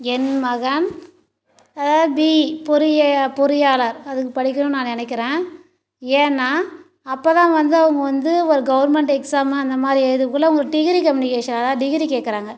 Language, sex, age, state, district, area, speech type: Tamil, female, 60+, Tamil Nadu, Cuddalore, rural, spontaneous